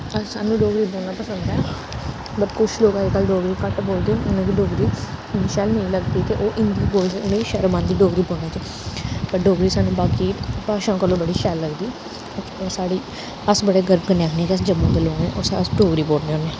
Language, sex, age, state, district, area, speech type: Dogri, female, 18-30, Jammu and Kashmir, Samba, rural, spontaneous